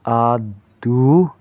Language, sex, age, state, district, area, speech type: Manipuri, male, 18-30, Manipur, Senapati, rural, read